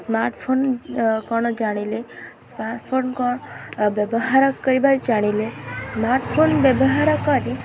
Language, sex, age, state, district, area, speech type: Odia, female, 18-30, Odisha, Kendrapara, urban, spontaneous